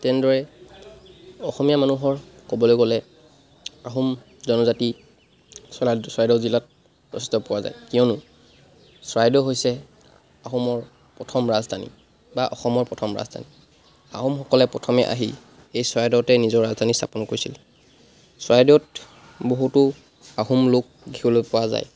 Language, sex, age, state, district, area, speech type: Assamese, male, 45-60, Assam, Charaideo, rural, spontaneous